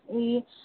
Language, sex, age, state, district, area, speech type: Nepali, female, 30-45, West Bengal, Jalpaiguri, urban, conversation